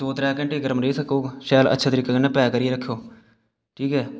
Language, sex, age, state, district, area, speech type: Dogri, male, 18-30, Jammu and Kashmir, Udhampur, rural, spontaneous